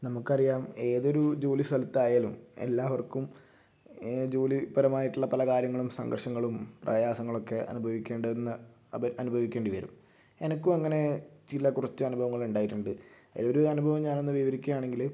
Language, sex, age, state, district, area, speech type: Malayalam, male, 18-30, Kerala, Kozhikode, urban, spontaneous